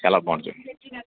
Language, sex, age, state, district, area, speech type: Telugu, male, 60+, Andhra Pradesh, Anakapalli, urban, conversation